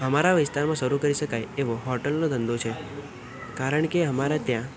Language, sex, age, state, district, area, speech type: Gujarati, male, 18-30, Gujarat, Kheda, rural, spontaneous